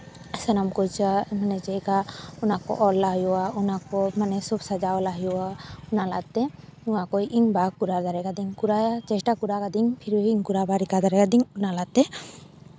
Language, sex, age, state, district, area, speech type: Santali, female, 18-30, West Bengal, Paschim Bardhaman, rural, spontaneous